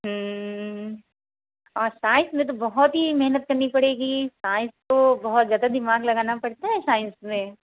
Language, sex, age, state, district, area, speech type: Hindi, female, 60+, Uttar Pradesh, Hardoi, rural, conversation